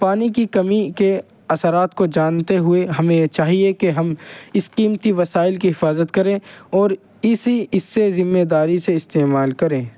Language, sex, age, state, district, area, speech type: Urdu, male, 30-45, Uttar Pradesh, Muzaffarnagar, urban, spontaneous